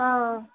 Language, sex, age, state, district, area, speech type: Tamil, female, 18-30, Tamil Nadu, Ranipet, rural, conversation